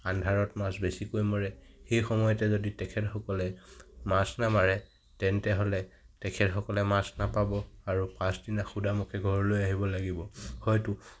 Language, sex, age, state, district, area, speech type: Assamese, male, 60+, Assam, Kamrup Metropolitan, urban, spontaneous